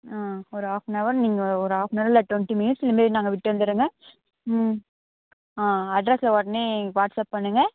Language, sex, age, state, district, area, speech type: Tamil, female, 18-30, Tamil Nadu, Krishnagiri, rural, conversation